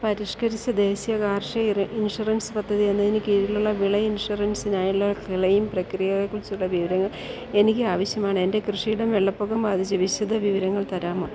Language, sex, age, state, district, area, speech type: Malayalam, female, 60+, Kerala, Idukki, rural, read